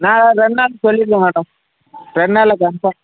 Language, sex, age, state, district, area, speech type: Tamil, male, 18-30, Tamil Nadu, Tirunelveli, rural, conversation